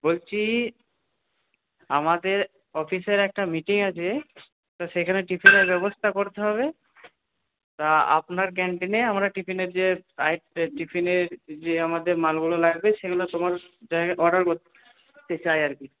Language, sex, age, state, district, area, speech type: Bengali, male, 45-60, West Bengal, Purba Bardhaman, urban, conversation